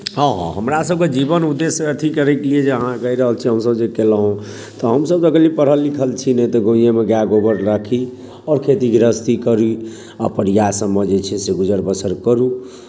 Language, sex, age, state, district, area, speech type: Maithili, male, 30-45, Bihar, Darbhanga, rural, spontaneous